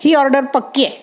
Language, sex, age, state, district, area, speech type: Marathi, female, 60+, Maharashtra, Pune, urban, spontaneous